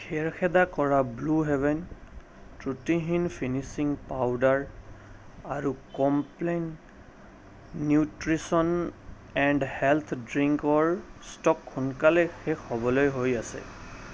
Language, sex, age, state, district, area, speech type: Assamese, male, 30-45, Assam, Sonitpur, rural, read